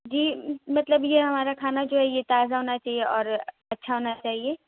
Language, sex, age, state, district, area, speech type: Urdu, female, 18-30, Uttar Pradesh, Mau, urban, conversation